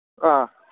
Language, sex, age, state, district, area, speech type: Manipuri, male, 18-30, Manipur, Kangpokpi, urban, conversation